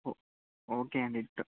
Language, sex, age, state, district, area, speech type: Telugu, male, 18-30, Andhra Pradesh, Annamaya, rural, conversation